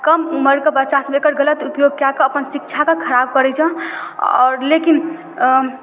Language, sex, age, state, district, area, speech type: Maithili, female, 18-30, Bihar, Darbhanga, rural, spontaneous